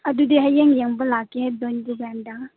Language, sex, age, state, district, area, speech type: Manipuri, female, 18-30, Manipur, Chandel, rural, conversation